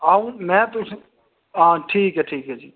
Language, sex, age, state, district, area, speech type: Dogri, male, 30-45, Jammu and Kashmir, Reasi, urban, conversation